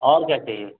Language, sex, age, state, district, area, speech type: Hindi, male, 30-45, Uttar Pradesh, Chandauli, rural, conversation